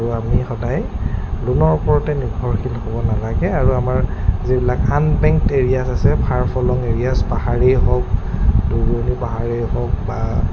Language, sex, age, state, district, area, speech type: Assamese, male, 30-45, Assam, Goalpara, urban, spontaneous